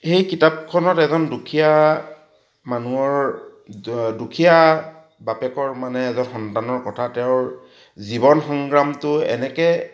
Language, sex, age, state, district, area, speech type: Assamese, male, 60+, Assam, Charaideo, rural, spontaneous